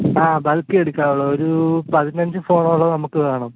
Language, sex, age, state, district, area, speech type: Malayalam, male, 18-30, Kerala, Alappuzha, rural, conversation